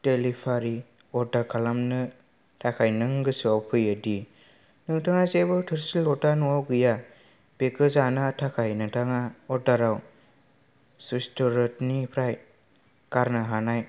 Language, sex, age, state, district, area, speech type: Bodo, male, 18-30, Assam, Kokrajhar, rural, spontaneous